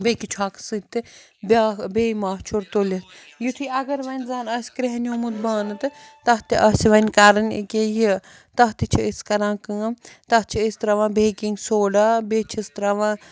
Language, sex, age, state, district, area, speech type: Kashmiri, female, 45-60, Jammu and Kashmir, Srinagar, urban, spontaneous